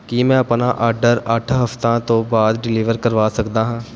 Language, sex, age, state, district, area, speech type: Punjabi, male, 18-30, Punjab, Pathankot, urban, read